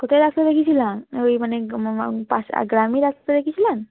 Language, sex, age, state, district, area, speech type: Bengali, female, 18-30, West Bengal, Cooch Behar, urban, conversation